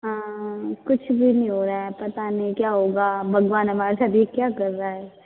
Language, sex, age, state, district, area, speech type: Hindi, female, 30-45, Rajasthan, Jodhpur, urban, conversation